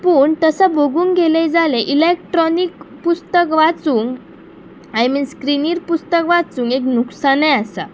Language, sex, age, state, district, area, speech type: Goan Konkani, female, 18-30, Goa, Pernem, rural, spontaneous